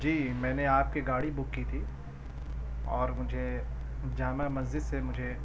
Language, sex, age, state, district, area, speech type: Urdu, male, 45-60, Delhi, Central Delhi, urban, spontaneous